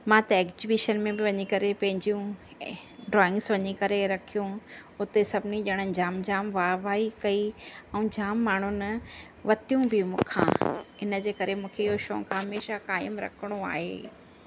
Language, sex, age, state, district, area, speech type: Sindhi, female, 30-45, Maharashtra, Thane, urban, spontaneous